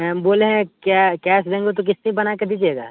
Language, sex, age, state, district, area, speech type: Hindi, male, 18-30, Bihar, Muzaffarpur, urban, conversation